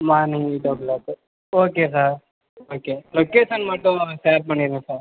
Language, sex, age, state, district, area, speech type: Tamil, male, 18-30, Tamil Nadu, Sivaganga, rural, conversation